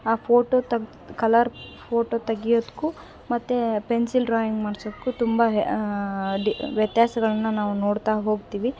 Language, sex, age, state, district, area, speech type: Kannada, female, 30-45, Karnataka, Vijayanagara, rural, spontaneous